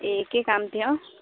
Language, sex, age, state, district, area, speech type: Nepali, female, 30-45, West Bengal, Alipurduar, urban, conversation